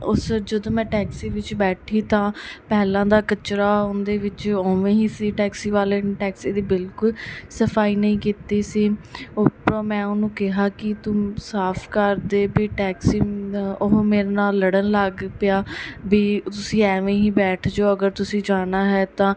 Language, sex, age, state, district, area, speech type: Punjabi, female, 18-30, Punjab, Mansa, urban, spontaneous